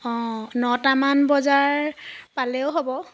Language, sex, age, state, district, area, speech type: Assamese, female, 30-45, Assam, Jorhat, urban, spontaneous